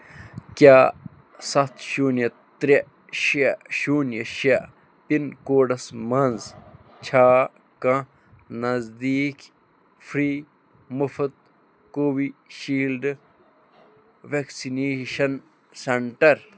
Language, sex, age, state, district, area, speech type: Kashmiri, male, 30-45, Jammu and Kashmir, Bandipora, rural, read